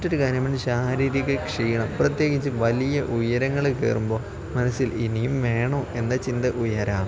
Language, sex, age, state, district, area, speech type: Malayalam, male, 18-30, Kerala, Kozhikode, rural, spontaneous